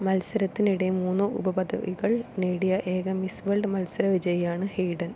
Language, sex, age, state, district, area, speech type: Malayalam, female, 18-30, Kerala, Palakkad, rural, read